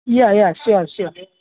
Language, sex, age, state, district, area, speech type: Gujarati, male, 18-30, Gujarat, Anand, rural, conversation